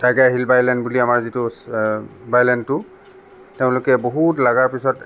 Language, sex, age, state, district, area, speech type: Assamese, male, 45-60, Assam, Sonitpur, rural, spontaneous